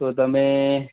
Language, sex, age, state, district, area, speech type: Gujarati, male, 30-45, Gujarat, Valsad, urban, conversation